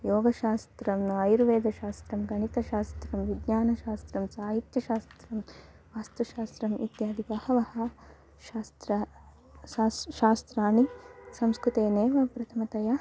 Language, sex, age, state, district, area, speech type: Sanskrit, female, 18-30, Kerala, Kasaragod, rural, spontaneous